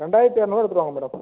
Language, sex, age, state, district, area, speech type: Tamil, male, 30-45, Tamil Nadu, Cuddalore, rural, conversation